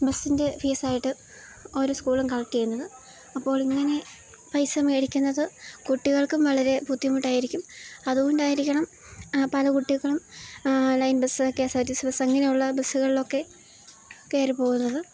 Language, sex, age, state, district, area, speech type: Malayalam, female, 18-30, Kerala, Idukki, rural, spontaneous